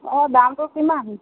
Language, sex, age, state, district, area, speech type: Assamese, female, 45-60, Assam, Lakhimpur, rural, conversation